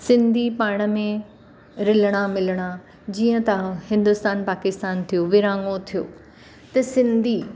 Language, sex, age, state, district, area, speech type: Sindhi, female, 45-60, Maharashtra, Mumbai Suburban, urban, spontaneous